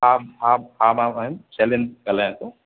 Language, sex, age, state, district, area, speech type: Sindhi, male, 45-60, Uttar Pradesh, Lucknow, urban, conversation